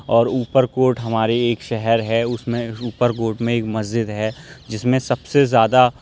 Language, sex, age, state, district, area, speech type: Urdu, male, 18-30, Uttar Pradesh, Aligarh, urban, spontaneous